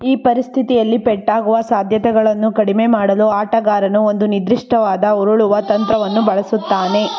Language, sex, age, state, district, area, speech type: Kannada, female, 18-30, Karnataka, Tumkur, rural, read